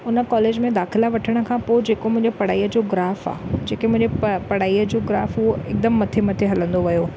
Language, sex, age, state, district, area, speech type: Sindhi, female, 30-45, Maharashtra, Thane, urban, spontaneous